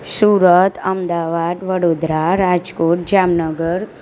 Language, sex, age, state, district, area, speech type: Gujarati, female, 30-45, Gujarat, Surat, rural, spontaneous